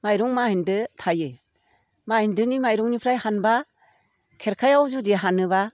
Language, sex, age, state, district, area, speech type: Bodo, female, 60+, Assam, Chirang, rural, spontaneous